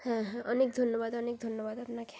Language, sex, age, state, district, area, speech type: Bengali, female, 30-45, West Bengal, Dakshin Dinajpur, urban, spontaneous